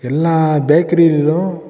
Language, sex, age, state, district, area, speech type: Tamil, male, 30-45, Tamil Nadu, Tiruppur, rural, spontaneous